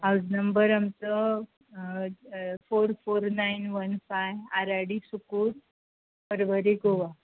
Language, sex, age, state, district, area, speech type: Goan Konkani, female, 60+, Goa, Bardez, rural, conversation